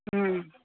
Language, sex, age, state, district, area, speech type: Tamil, female, 30-45, Tamil Nadu, Perambalur, rural, conversation